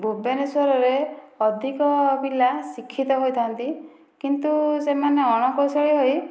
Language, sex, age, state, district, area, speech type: Odia, female, 30-45, Odisha, Dhenkanal, rural, spontaneous